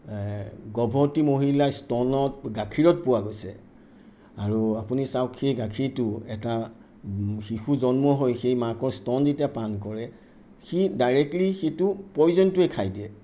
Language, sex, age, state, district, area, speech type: Assamese, male, 60+, Assam, Sonitpur, urban, spontaneous